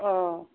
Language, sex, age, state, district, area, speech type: Bodo, female, 60+, Assam, Kokrajhar, rural, conversation